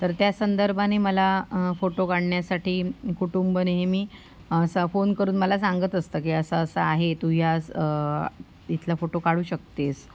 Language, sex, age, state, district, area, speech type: Marathi, female, 30-45, Maharashtra, Sindhudurg, rural, spontaneous